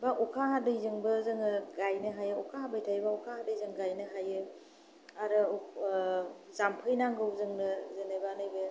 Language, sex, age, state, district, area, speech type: Bodo, female, 30-45, Assam, Kokrajhar, rural, spontaneous